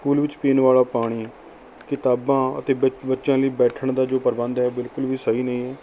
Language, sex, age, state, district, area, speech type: Punjabi, male, 30-45, Punjab, Mohali, rural, spontaneous